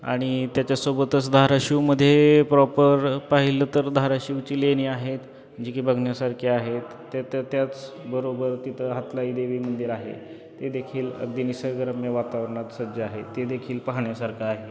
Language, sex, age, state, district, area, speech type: Marathi, male, 18-30, Maharashtra, Osmanabad, rural, spontaneous